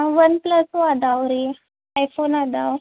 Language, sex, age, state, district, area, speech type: Kannada, female, 18-30, Karnataka, Belgaum, rural, conversation